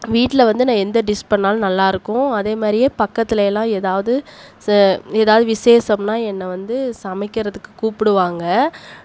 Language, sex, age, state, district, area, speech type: Tamil, female, 30-45, Tamil Nadu, Coimbatore, rural, spontaneous